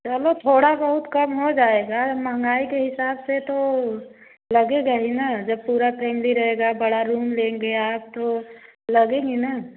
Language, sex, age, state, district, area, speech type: Hindi, female, 30-45, Uttar Pradesh, Prayagraj, rural, conversation